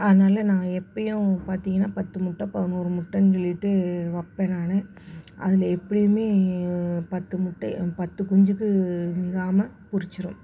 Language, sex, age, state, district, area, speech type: Tamil, female, 30-45, Tamil Nadu, Perambalur, rural, spontaneous